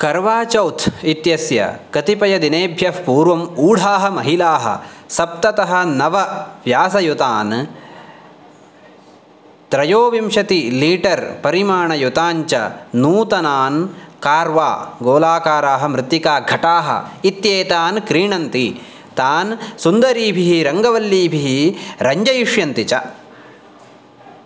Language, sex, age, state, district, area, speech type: Sanskrit, male, 18-30, Karnataka, Uttara Kannada, rural, read